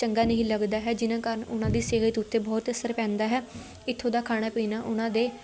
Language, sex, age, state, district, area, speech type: Punjabi, female, 18-30, Punjab, Patiala, urban, spontaneous